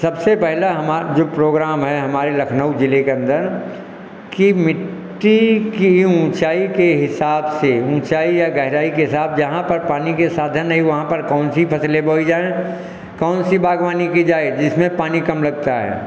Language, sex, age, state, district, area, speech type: Hindi, male, 60+, Uttar Pradesh, Lucknow, rural, spontaneous